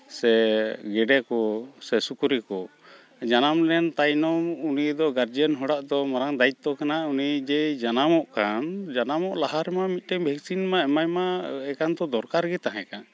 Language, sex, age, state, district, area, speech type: Santali, male, 45-60, West Bengal, Malda, rural, spontaneous